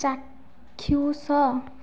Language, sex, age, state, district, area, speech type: Odia, female, 45-60, Odisha, Nayagarh, rural, read